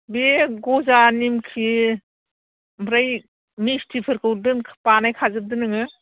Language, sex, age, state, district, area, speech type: Bodo, female, 60+, Assam, Udalguri, rural, conversation